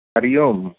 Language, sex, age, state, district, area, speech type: Sindhi, male, 45-60, Uttar Pradesh, Lucknow, rural, conversation